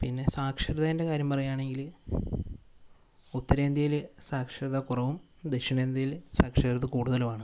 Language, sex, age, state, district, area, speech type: Malayalam, male, 18-30, Kerala, Wayanad, rural, spontaneous